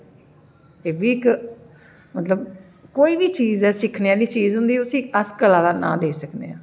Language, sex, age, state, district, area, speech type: Dogri, female, 45-60, Jammu and Kashmir, Jammu, urban, spontaneous